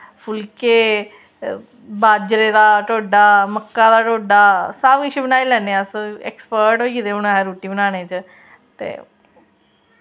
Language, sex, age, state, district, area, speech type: Dogri, female, 30-45, Jammu and Kashmir, Samba, rural, spontaneous